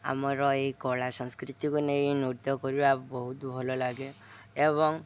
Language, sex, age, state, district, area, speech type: Odia, male, 18-30, Odisha, Subarnapur, urban, spontaneous